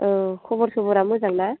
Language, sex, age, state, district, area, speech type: Bodo, female, 30-45, Assam, Chirang, urban, conversation